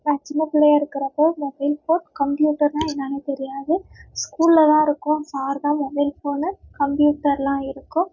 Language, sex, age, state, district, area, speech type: Tamil, female, 18-30, Tamil Nadu, Nagapattinam, rural, spontaneous